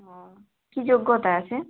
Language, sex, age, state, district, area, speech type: Bengali, female, 30-45, West Bengal, Purulia, rural, conversation